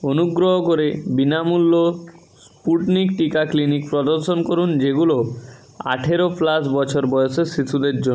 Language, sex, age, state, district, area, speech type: Bengali, male, 30-45, West Bengal, Hooghly, urban, read